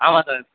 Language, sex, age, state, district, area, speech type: Tamil, male, 30-45, Tamil Nadu, Tiruchirappalli, rural, conversation